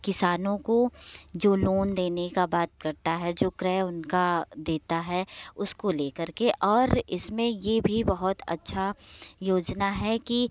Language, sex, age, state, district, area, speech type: Hindi, female, 30-45, Uttar Pradesh, Prayagraj, urban, spontaneous